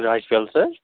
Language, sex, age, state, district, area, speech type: Kashmiri, male, 18-30, Jammu and Kashmir, Kupwara, rural, conversation